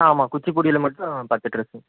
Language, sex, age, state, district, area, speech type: Tamil, male, 18-30, Tamil Nadu, Erode, rural, conversation